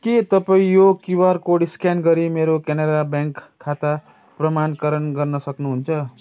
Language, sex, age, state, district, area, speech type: Nepali, male, 45-60, West Bengal, Jalpaiguri, urban, read